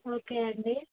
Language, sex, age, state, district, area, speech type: Telugu, female, 18-30, Andhra Pradesh, Bapatla, urban, conversation